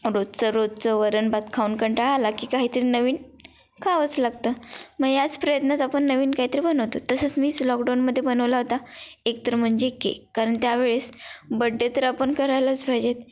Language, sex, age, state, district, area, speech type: Marathi, female, 18-30, Maharashtra, Kolhapur, rural, spontaneous